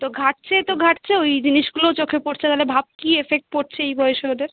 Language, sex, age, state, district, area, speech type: Bengali, female, 18-30, West Bengal, Kolkata, urban, conversation